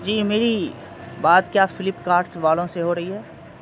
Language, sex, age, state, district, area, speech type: Urdu, male, 30-45, Bihar, Madhubani, rural, spontaneous